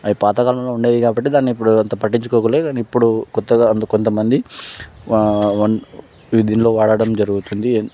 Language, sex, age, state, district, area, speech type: Telugu, male, 18-30, Telangana, Sangareddy, urban, spontaneous